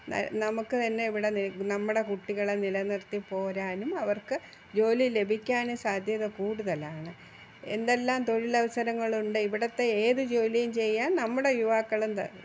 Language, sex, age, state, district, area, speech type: Malayalam, female, 60+, Kerala, Thiruvananthapuram, urban, spontaneous